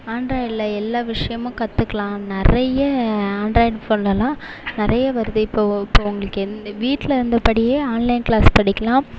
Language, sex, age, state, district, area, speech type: Tamil, female, 18-30, Tamil Nadu, Mayiladuthurai, urban, spontaneous